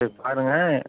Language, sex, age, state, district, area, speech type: Tamil, male, 18-30, Tamil Nadu, Ariyalur, rural, conversation